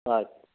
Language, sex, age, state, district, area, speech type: Kannada, male, 60+, Karnataka, Chitradurga, rural, conversation